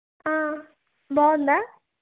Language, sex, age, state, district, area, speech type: Telugu, female, 30-45, Andhra Pradesh, Chittoor, urban, conversation